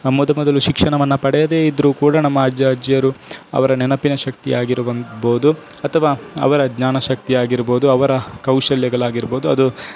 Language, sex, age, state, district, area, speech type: Kannada, male, 18-30, Karnataka, Dakshina Kannada, rural, spontaneous